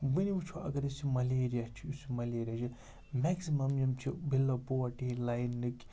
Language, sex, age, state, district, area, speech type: Kashmiri, male, 30-45, Jammu and Kashmir, Srinagar, urban, spontaneous